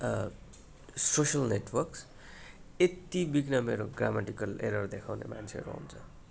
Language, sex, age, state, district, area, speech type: Nepali, male, 30-45, West Bengal, Darjeeling, rural, spontaneous